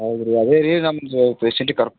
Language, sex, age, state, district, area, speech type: Kannada, male, 45-60, Karnataka, Gulbarga, urban, conversation